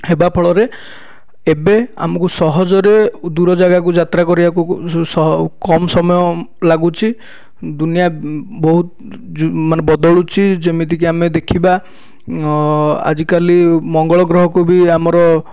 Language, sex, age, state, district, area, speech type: Odia, male, 18-30, Odisha, Dhenkanal, rural, spontaneous